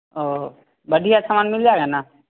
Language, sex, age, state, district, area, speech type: Hindi, male, 18-30, Bihar, Samastipur, rural, conversation